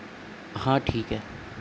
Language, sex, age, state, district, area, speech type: Marathi, male, 18-30, Maharashtra, Nanded, urban, spontaneous